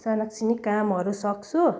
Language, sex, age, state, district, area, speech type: Nepali, female, 45-60, West Bengal, Jalpaiguri, urban, spontaneous